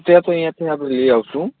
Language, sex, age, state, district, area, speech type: Gujarati, male, 18-30, Gujarat, Morbi, rural, conversation